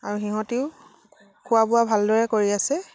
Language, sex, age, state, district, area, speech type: Assamese, female, 45-60, Assam, Dibrugarh, rural, spontaneous